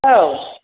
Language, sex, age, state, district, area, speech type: Bodo, female, 60+, Assam, Chirang, rural, conversation